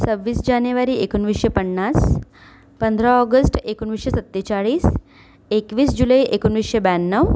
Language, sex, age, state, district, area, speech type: Marathi, female, 30-45, Maharashtra, Nagpur, urban, spontaneous